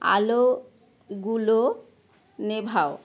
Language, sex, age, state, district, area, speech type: Bengali, female, 30-45, West Bengal, Howrah, urban, read